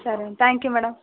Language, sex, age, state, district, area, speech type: Kannada, female, 18-30, Karnataka, Koppal, rural, conversation